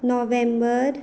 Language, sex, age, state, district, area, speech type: Goan Konkani, female, 30-45, Goa, Quepem, rural, spontaneous